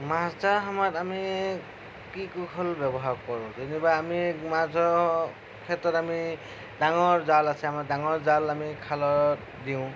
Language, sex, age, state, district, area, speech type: Assamese, male, 30-45, Assam, Darrang, rural, spontaneous